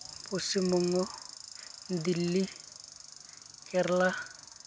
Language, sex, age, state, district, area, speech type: Santali, male, 18-30, West Bengal, Uttar Dinajpur, rural, spontaneous